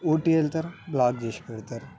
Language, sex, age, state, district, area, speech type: Telugu, male, 18-30, Telangana, Ranga Reddy, urban, spontaneous